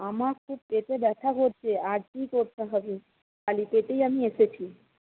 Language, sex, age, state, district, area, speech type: Bengali, female, 45-60, West Bengal, Birbhum, urban, conversation